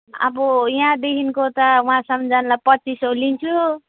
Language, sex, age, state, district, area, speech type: Nepali, female, 45-60, West Bengal, Alipurduar, rural, conversation